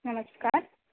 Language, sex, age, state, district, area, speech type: Marathi, female, 18-30, Maharashtra, Ratnagiri, rural, conversation